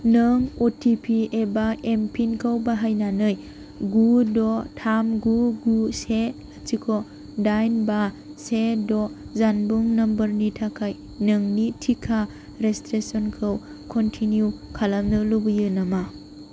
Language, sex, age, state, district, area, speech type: Bodo, female, 18-30, Assam, Kokrajhar, rural, read